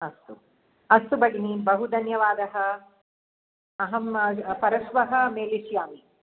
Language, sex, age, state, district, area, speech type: Sanskrit, female, 45-60, Andhra Pradesh, Krishna, urban, conversation